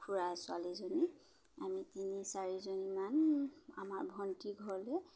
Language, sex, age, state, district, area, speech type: Assamese, female, 30-45, Assam, Dibrugarh, urban, spontaneous